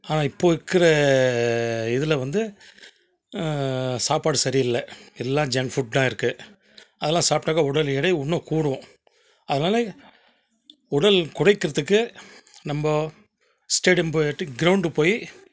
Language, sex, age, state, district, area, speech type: Tamil, male, 45-60, Tamil Nadu, Krishnagiri, rural, spontaneous